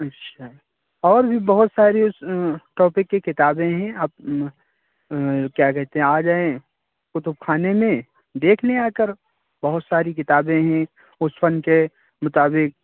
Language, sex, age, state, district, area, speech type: Urdu, male, 45-60, Uttar Pradesh, Lucknow, rural, conversation